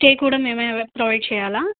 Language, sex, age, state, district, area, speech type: Telugu, female, 30-45, Andhra Pradesh, Nandyal, rural, conversation